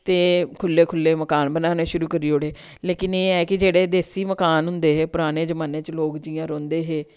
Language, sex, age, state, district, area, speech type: Dogri, female, 45-60, Jammu and Kashmir, Samba, rural, spontaneous